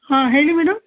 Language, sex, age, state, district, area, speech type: Kannada, female, 30-45, Karnataka, Bellary, rural, conversation